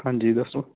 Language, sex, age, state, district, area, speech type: Punjabi, male, 18-30, Punjab, Fazilka, rural, conversation